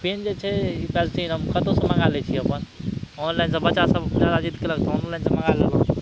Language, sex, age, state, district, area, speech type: Maithili, male, 30-45, Bihar, Madhubani, rural, spontaneous